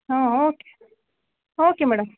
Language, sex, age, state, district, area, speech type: Kannada, female, 30-45, Karnataka, Mandya, rural, conversation